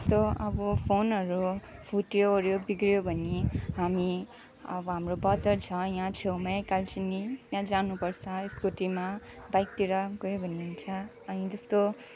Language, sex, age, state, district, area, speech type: Nepali, female, 30-45, West Bengal, Alipurduar, rural, spontaneous